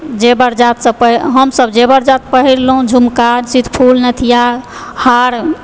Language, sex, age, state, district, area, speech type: Maithili, female, 45-60, Bihar, Supaul, rural, spontaneous